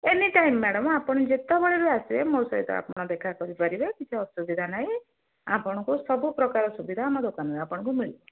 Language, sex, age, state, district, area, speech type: Odia, female, 60+, Odisha, Jharsuguda, rural, conversation